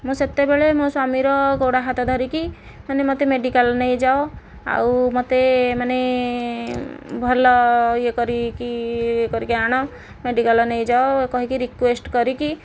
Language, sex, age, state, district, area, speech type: Odia, female, 30-45, Odisha, Nayagarh, rural, spontaneous